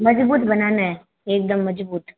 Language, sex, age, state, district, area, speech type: Hindi, female, 18-30, Rajasthan, Jodhpur, urban, conversation